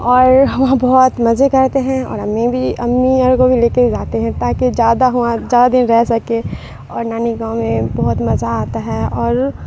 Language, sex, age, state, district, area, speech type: Urdu, female, 30-45, Bihar, Supaul, rural, spontaneous